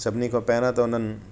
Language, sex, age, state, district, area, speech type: Sindhi, male, 45-60, Delhi, South Delhi, urban, spontaneous